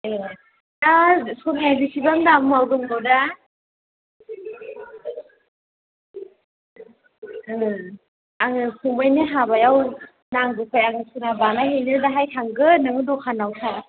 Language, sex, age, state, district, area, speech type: Bodo, female, 45-60, Assam, Chirang, rural, conversation